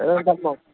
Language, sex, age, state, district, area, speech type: Gujarati, male, 18-30, Gujarat, Morbi, rural, conversation